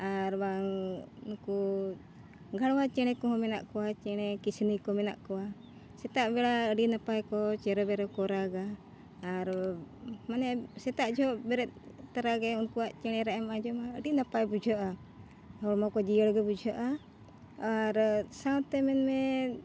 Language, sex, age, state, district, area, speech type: Santali, female, 45-60, Jharkhand, Bokaro, rural, spontaneous